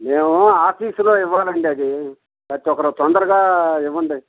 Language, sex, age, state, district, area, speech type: Telugu, male, 60+, Andhra Pradesh, Krishna, urban, conversation